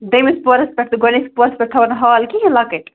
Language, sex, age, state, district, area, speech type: Kashmiri, female, 18-30, Jammu and Kashmir, Ganderbal, rural, conversation